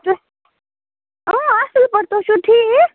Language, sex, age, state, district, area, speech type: Kashmiri, male, 45-60, Jammu and Kashmir, Budgam, rural, conversation